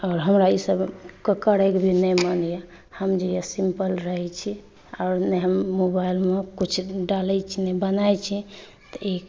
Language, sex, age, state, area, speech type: Maithili, female, 30-45, Jharkhand, urban, spontaneous